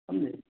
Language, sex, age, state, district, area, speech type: Hindi, male, 30-45, Bihar, Samastipur, rural, conversation